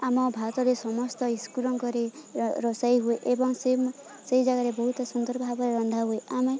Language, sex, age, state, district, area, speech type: Odia, female, 18-30, Odisha, Balangir, urban, spontaneous